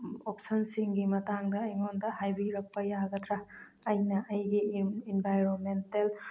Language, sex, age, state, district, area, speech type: Manipuri, female, 45-60, Manipur, Churachandpur, rural, read